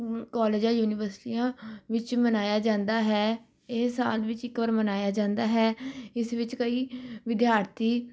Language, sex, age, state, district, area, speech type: Punjabi, female, 18-30, Punjab, Rupnagar, urban, spontaneous